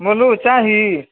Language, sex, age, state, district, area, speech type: Maithili, male, 30-45, Bihar, Samastipur, rural, conversation